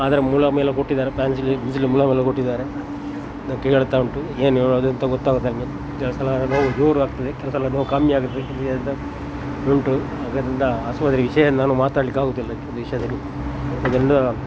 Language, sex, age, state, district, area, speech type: Kannada, male, 60+, Karnataka, Dakshina Kannada, rural, spontaneous